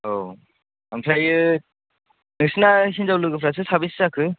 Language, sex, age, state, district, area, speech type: Bodo, male, 18-30, Assam, Chirang, urban, conversation